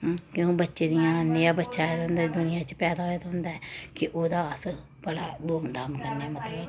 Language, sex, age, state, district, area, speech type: Dogri, female, 30-45, Jammu and Kashmir, Samba, urban, spontaneous